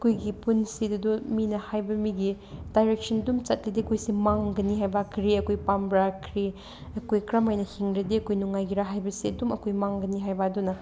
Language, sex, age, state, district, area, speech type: Manipuri, female, 18-30, Manipur, Senapati, urban, spontaneous